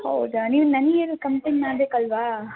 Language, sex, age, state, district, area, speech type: Kannada, female, 18-30, Karnataka, Kolar, rural, conversation